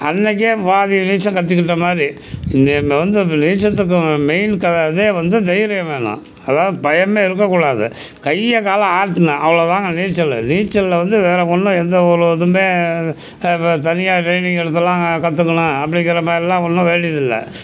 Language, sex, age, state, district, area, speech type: Tamil, male, 60+, Tamil Nadu, Tiruchirappalli, rural, spontaneous